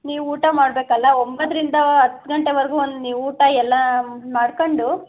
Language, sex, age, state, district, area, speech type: Kannada, female, 18-30, Karnataka, Chitradurga, rural, conversation